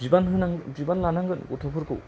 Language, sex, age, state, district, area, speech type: Bodo, male, 30-45, Assam, Kokrajhar, rural, spontaneous